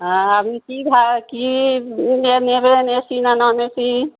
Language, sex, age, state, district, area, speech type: Bengali, female, 30-45, West Bengal, Howrah, urban, conversation